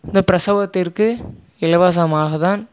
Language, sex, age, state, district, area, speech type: Tamil, male, 30-45, Tamil Nadu, Mayiladuthurai, rural, spontaneous